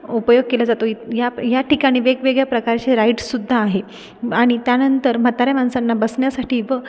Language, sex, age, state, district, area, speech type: Marathi, female, 18-30, Maharashtra, Buldhana, urban, spontaneous